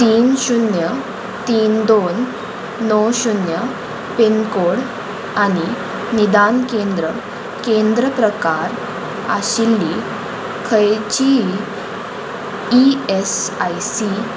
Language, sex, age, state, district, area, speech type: Goan Konkani, female, 18-30, Goa, Murmgao, urban, read